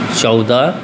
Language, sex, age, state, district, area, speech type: Maithili, male, 45-60, Bihar, Saharsa, urban, spontaneous